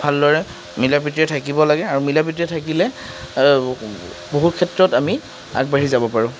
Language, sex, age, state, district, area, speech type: Assamese, male, 60+, Assam, Darrang, rural, spontaneous